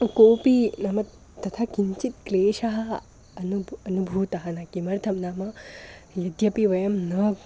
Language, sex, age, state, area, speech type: Sanskrit, female, 18-30, Goa, rural, spontaneous